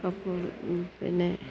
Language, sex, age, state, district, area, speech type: Malayalam, female, 60+, Kerala, Idukki, rural, spontaneous